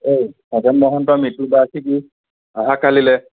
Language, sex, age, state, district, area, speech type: Assamese, male, 30-45, Assam, Nagaon, rural, conversation